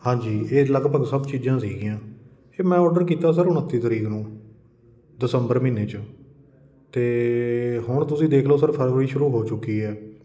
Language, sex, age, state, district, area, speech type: Punjabi, male, 30-45, Punjab, Kapurthala, urban, read